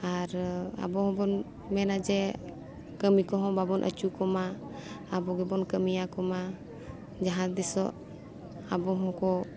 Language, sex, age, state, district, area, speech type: Santali, female, 18-30, Jharkhand, Bokaro, rural, spontaneous